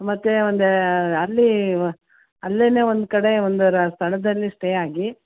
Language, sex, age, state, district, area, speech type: Kannada, female, 60+, Karnataka, Mysore, rural, conversation